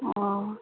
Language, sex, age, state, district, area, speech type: Manipuri, female, 18-30, Manipur, Chandel, rural, conversation